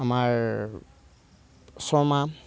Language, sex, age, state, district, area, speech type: Assamese, male, 30-45, Assam, Darrang, rural, spontaneous